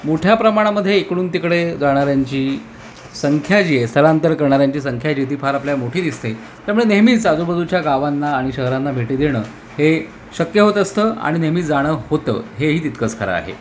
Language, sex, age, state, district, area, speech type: Marathi, male, 45-60, Maharashtra, Thane, rural, spontaneous